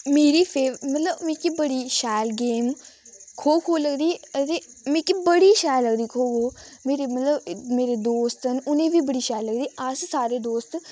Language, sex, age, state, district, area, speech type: Dogri, female, 18-30, Jammu and Kashmir, Udhampur, urban, spontaneous